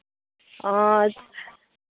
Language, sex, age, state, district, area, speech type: Santali, female, 30-45, West Bengal, Malda, rural, conversation